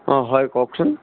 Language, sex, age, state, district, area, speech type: Assamese, male, 30-45, Assam, Dibrugarh, rural, conversation